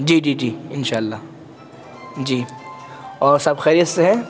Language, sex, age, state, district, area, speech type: Urdu, male, 18-30, Uttar Pradesh, Muzaffarnagar, urban, spontaneous